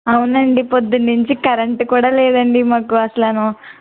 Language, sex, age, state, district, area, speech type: Telugu, female, 30-45, Andhra Pradesh, West Godavari, rural, conversation